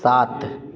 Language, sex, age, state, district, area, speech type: Hindi, male, 30-45, Bihar, Madhepura, rural, read